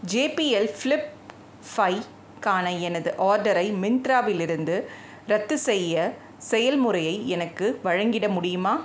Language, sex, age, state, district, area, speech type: Tamil, female, 45-60, Tamil Nadu, Chennai, urban, read